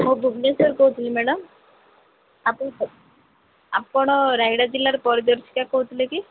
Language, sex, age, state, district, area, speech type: Odia, female, 30-45, Odisha, Rayagada, rural, conversation